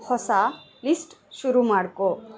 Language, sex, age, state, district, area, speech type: Kannada, female, 18-30, Karnataka, Bangalore Rural, urban, read